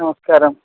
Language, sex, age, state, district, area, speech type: Malayalam, male, 18-30, Kerala, Malappuram, urban, conversation